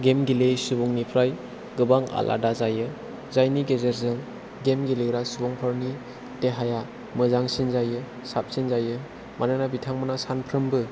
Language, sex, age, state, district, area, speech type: Bodo, male, 30-45, Assam, Chirang, urban, spontaneous